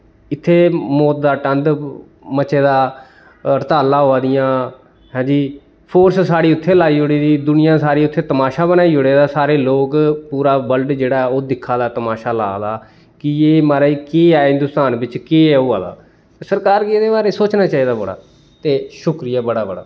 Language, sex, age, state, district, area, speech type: Dogri, male, 30-45, Jammu and Kashmir, Samba, rural, spontaneous